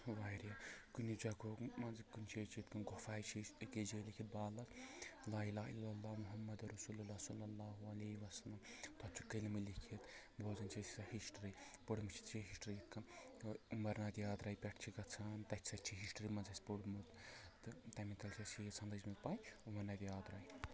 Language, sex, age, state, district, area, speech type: Kashmiri, male, 30-45, Jammu and Kashmir, Anantnag, rural, spontaneous